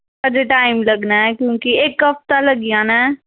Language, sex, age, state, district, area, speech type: Dogri, female, 18-30, Jammu and Kashmir, Samba, urban, conversation